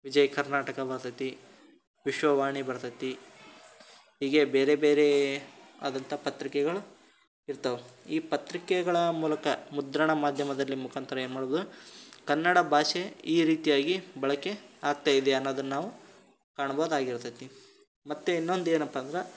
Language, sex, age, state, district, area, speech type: Kannada, male, 18-30, Karnataka, Koppal, rural, spontaneous